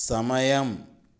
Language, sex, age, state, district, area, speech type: Telugu, male, 18-30, Andhra Pradesh, Konaseema, rural, read